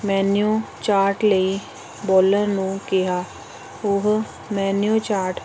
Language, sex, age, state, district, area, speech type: Punjabi, female, 30-45, Punjab, Pathankot, rural, spontaneous